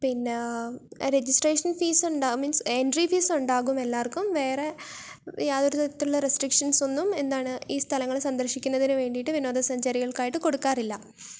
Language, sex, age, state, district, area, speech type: Malayalam, female, 18-30, Kerala, Wayanad, rural, spontaneous